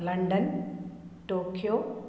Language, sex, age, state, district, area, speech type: Sanskrit, female, 45-60, Telangana, Nirmal, urban, spontaneous